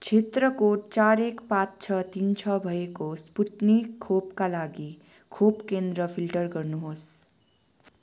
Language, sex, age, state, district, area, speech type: Nepali, female, 18-30, West Bengal, Darjeeling, rural, read